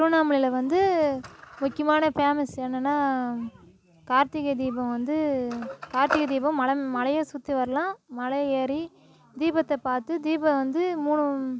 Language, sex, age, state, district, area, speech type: Tamil, female, 30-45, Tamil Nadu, Tiruvannamalai, rural, spontaneous